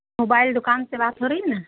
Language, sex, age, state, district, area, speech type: Urdu, female, 18-30, Bihar, Saharsa, rural, conversation